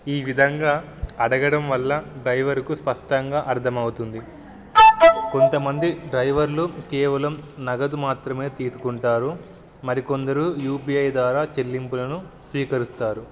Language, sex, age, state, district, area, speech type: Telugu, male, 18-30, Telangana, Wanaparthy, urban, spontaneous